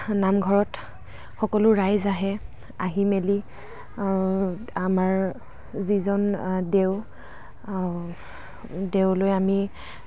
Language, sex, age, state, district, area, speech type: Assamese, female, 18-30, Assam, Dhemaji, rural, spontaneous